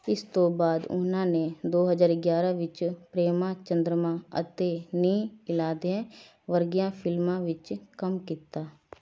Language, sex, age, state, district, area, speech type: Punjabi, female, 30-45, Punjab, Shaheed Bhagat Singh Nagar, rural, read